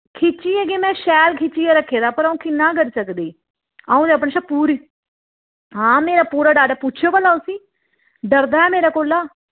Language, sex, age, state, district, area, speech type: Dogri, female, 30-45, Jammu and Kashmir, Udhampur, urban, conversation